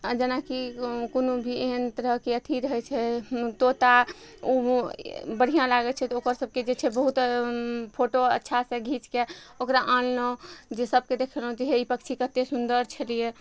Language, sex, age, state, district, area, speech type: Maithili, female, 30-45, Bihar, Araria, rural, spontaneous